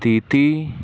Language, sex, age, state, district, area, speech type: Punjabi, male, 18-30, Punjab, Fazilka, urban, read